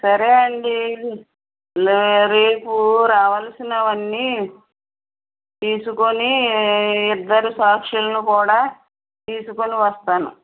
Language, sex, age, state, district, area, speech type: Telugu, female, 60+, Andhra Pradesh, West Godavari, rural, conversation